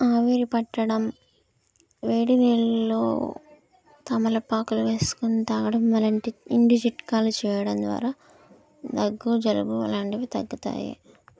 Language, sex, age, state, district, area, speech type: Telugu, female, 18-30, Andhra Pradesh, Krishna, rural, spontaneous